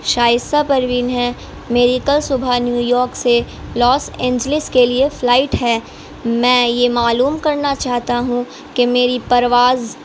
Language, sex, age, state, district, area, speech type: Urdu, female, 18-30, Bihar, Gaya, urban, spontaneous